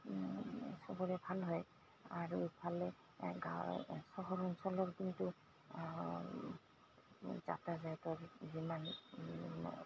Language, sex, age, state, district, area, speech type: Assamese, female, 45-60, Assam, Goalpara, urban, spontaneous